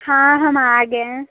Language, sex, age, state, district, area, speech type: Hindi, female, 18-30, Uttar Pradesh, Prayagraj, rural, conversation